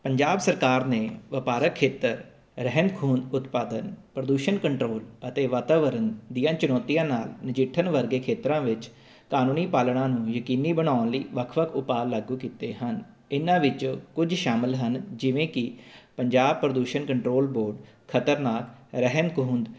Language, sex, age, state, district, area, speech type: Punjabi, male, 30-45, Punjab, Jalandhar, urban, spontaneous